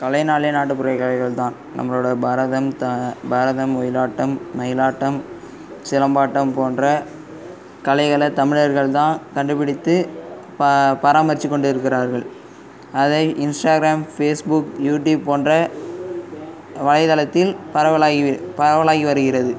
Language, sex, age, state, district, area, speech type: Tamil, male, 18-30, Tamil Nadu, Cuddalore, rural, spontaneous